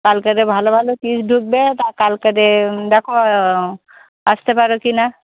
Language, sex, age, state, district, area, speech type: Bengali, female, 30-45, West Bengal, Darjeeling, urban, conversation